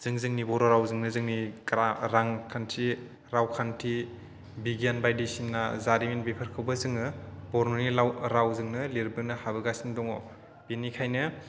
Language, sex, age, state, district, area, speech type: Bodo, male, 30-45, Assam, Chirang, urban, spontaneous